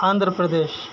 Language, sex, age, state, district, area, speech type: Urdu, male, 30-45, Uttar Pradesh, Shahjahanpur, urban, spontaneous